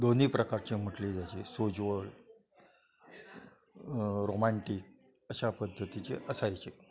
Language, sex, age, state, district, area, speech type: Marathi, male, 60+, Maharashtra, Kolhapur, urban, spontaneous